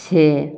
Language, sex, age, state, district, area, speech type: Hindi, male, 18-30, Bihar, Samastipur, rural, read